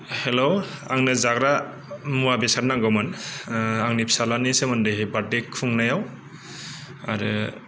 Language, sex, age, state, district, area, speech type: Bodo, male, 45-60, Assam, Kokrajhar, rural, spontaneous